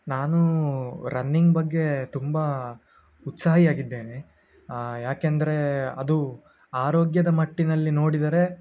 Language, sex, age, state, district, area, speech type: Kannada, male, 18-30, Karnataka, Dakshina Kannada, urban, spontaneous